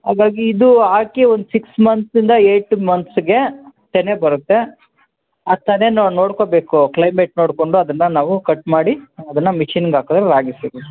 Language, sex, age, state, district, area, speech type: Kannada, male, 18-30, Karnataka, Kolar, rural, conversation